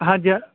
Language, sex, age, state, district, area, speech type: Punjabi, male, 30-45, Punjab, Bathinda, rural, conversation